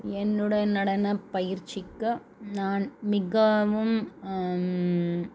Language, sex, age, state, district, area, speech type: Tamil, female, 30-45, Tamil Nadu, Krishnagiri, rural, spontaneous